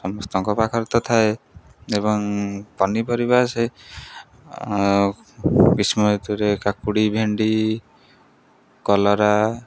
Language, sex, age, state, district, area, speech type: Odia, male, 18-30, Odisha, Jagatsinghpur, rural, spontaneous